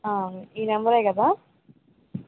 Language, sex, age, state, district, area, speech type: Telugu, female, 18-30, Andhra Pradesh, Kadapa, rural, conversation